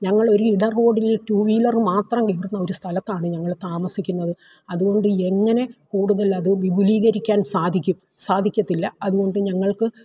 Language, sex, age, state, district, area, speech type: Malayalam, female, 60+, Kerala, Alappuzha, rural, spontaneous